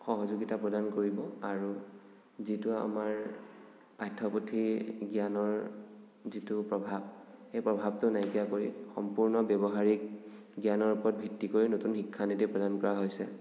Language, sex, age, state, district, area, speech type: Assamese, male, 18-30, Assam, Nagaon, rural, spontaneous